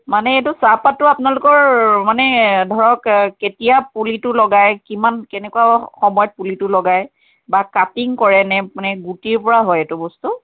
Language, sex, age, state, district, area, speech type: Assamese, female, 30-45, Assam, Charaideo, urban, conversation